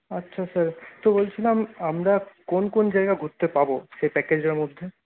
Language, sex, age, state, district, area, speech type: Bengali, male, 30-45, West Bengal, Purulia, urban, conversation